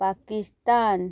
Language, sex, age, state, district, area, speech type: Odia, female, 45-60, Odisha, Kendrapara, urban, spontaneous